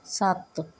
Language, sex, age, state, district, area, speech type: Punjabi, female, 45-60, Punjab, Mohali, urban, read